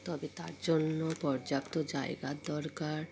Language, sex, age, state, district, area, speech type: Bengali, female, 30-45, West Bengal, Darjeeling, rural, spontaneous